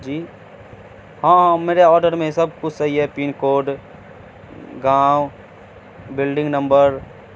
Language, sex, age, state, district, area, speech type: Urdu, male, 18-30, Bihar, Madhubani, rural, spontaneous